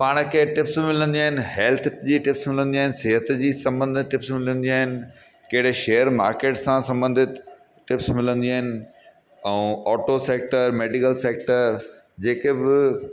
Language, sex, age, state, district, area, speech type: Sindhi, male, 45-60, Rajasthan, Ajmer, urban, spontaneous